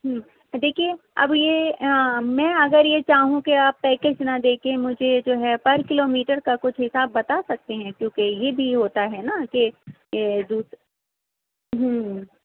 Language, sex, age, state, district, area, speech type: Urdu, female, 30-45, Delhi, Central Delhi, urban, conversation